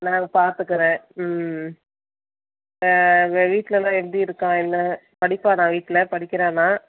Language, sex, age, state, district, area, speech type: Tamil, female, 30-45, Tamil Nadu, Thanjavur, rural, conversation